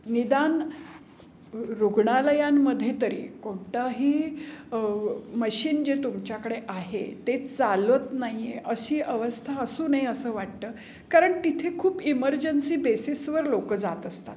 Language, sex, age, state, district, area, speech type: Marathi, female, 60+, Maharashtra, Pune, urban, spontaneous